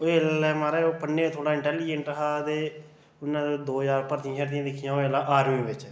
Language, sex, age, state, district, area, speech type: Dogri, male, 18-30, Jammu and Kashmir, Reasi, urban, spontaneous